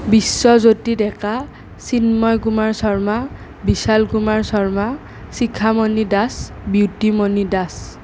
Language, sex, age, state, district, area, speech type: Assamese, male, 18-30, Assam, Nalbari, urban, spontaneous